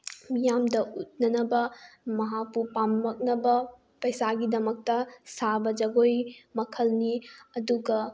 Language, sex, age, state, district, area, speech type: Manipuri, female, 18-30, Manipur, Bishnupur, rural, spontaneous